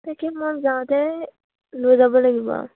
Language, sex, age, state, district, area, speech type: Assamese, female, 18-30, Assam, Lakhimpur, rural, conversation